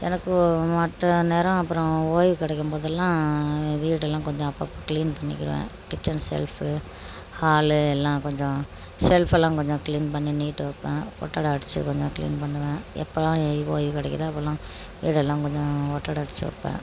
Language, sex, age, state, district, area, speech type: Tamil, female, 45-60, Tamil Nadu, Tiruchirappalli, rural, spontaneous